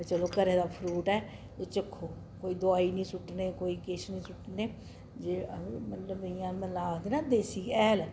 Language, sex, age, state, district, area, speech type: Dogri, female, 60+, Jammu and Kashmir, Reasi, urban, spontaneous